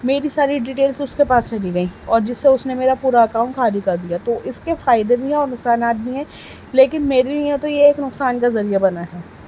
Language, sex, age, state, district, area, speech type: Urdu, female, 18-30, Delhi, Central Delhi, urban, spontaneous